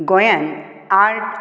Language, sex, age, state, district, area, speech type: Goan Konkani, female, 60+, Goa, Bardez, urban, spontaneous